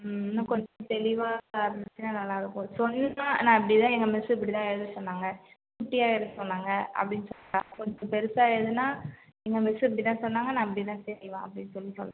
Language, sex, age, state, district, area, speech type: Tamil, female, 45-60, Tamil Nadu, Cuddalore, rural, conversation